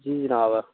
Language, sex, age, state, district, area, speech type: Dogri, male, 30-45, Jammu and Kashmir, Udhampur, rural, conversation